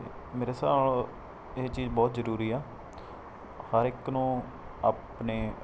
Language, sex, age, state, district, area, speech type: Punjabi, male, 18-30, Punjab, Mansa, rural, spontaneous